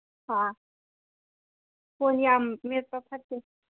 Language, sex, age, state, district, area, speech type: Manipuri, female, 18-30, Manipur, Kangpokpi, urban, conversation